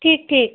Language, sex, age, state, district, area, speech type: Bengali, female, 30-45, West Bengal, Birbhum, urban, conversation